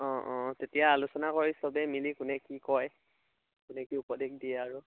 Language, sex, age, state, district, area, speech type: Assamese, male, 18-30, Assam, Charaideo, rural, conversation